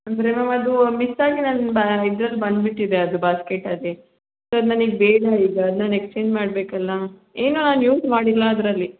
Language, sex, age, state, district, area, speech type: Kannada, female, 18-30, Karnataka, Hassan, rural, conversation